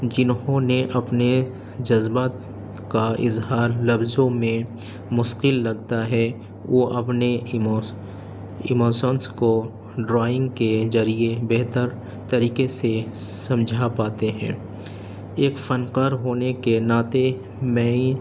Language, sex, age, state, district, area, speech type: Urdu, male, 30-45, Delhi, North East Delhi, urban, spontaneous